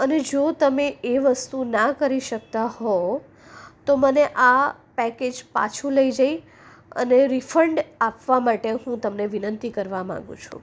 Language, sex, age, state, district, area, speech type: Gujarati, female, 30-45, Gujarat, Anand, urban, spontaneous